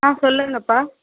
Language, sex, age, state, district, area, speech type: Tamil, female, 18-30, Tamil Nadu, Kallakurichi, rural, conversation